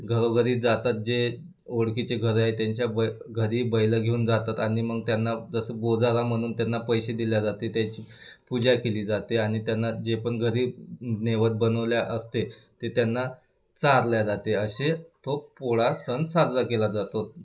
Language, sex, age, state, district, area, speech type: Marathi, male, 30-45, Maharashtra, Wardha, rural, spontaneous